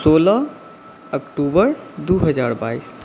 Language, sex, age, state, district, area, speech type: Maithili, male, 18-30, Bihar, Saharsa, rural, spontaneous